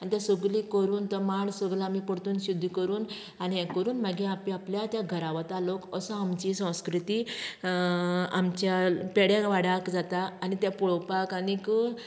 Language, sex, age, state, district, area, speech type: Goan Konkani, female, 45-60, Goa, Canacona, rural, spontaneous